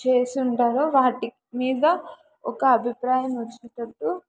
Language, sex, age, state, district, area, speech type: Telugu, female, 18-30, Telangana, Mulugu, urban, spontaneous